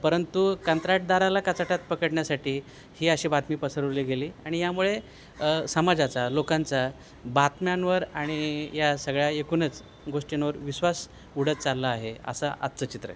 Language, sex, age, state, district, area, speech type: Marathi, male, 45-60, Maharashtra, Thane, rural, spontaneous